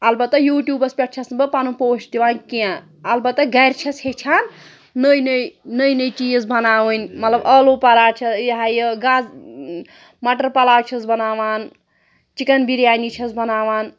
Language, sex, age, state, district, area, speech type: Kashmiri, female, 30-45, Jammu and Kashmir, Pulwama, urban, spontaneous